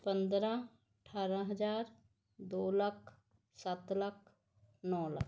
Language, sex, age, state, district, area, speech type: Punjabi, female, 45-60, Punjab, Mohali, urban, spontaneous